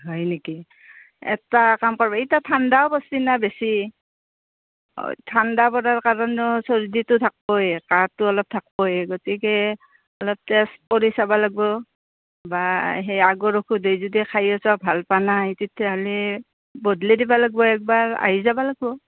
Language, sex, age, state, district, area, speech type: Assamese, female, 30-45, Assam, Barpeta, rural, conversation